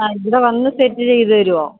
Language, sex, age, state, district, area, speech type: Malayalam, female, 30-45, Kerala, Idukki, rural, conversation